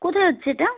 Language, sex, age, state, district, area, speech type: Bengali, female, 18-30, West Bengal, Birbhum, urban, conversation